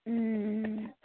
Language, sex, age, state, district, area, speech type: Kannada, female, 45-60, Karnataka, Tumkur, rural, conversation